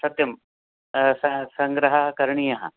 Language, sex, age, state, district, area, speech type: Sanskrit, male, 45-60, Karnataka, Uttara Kannada, rural, conversation